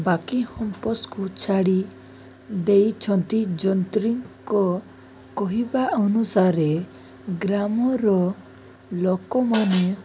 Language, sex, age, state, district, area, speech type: Odia, male, 18-30, Odisha, Nabarangpur, urban, spontaneous